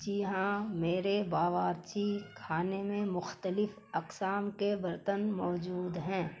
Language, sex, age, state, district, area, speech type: Urdu, female, 30-45, Bihar, Gaya, urban, spontaneous